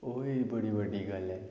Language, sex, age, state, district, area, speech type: Dogri, male, 30-45, Jammu and Kashmir, Kathua, rural, spontaneous